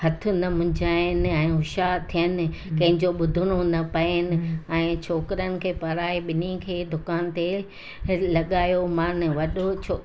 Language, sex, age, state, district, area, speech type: Sindhi, female, 60+, Gujarat, Junagadh, urban, spontaneous